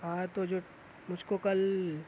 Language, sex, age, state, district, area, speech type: Urdu, male, 18-30, Maharashtra, Nashik, urban, spontaneous